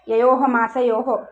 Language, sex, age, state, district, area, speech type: Sanskrit, female, 30-45, Karnataka, Uttara Kannada, urban, spontaneous